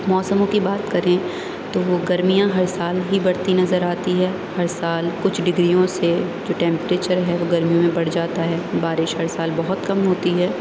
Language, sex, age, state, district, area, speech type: Urdu, female, 18-30, Uttar Pradesh, Aligarh, urban, spontaneous